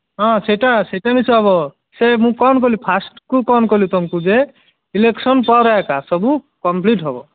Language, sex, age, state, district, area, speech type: Odia, male, 18-30, Odisha, Malkangiri, urban, conversation